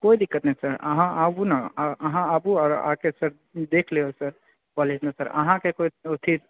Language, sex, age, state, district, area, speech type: Maithili, male, 30-45, Bihar, Purnia, rural, conversation